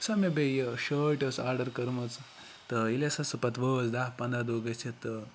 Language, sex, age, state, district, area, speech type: Kashmiri, male, 30-45, Jammu and Kashmir, Ganderbal, rural, spontaneous